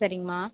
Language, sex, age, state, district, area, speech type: Tamil, male, 30-45, Tamil Nadu, Tiruchirappalli, rural, conversation